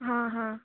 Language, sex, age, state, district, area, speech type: Goan Konkani, female, 18-30, Goa, Canacona, rural, conversation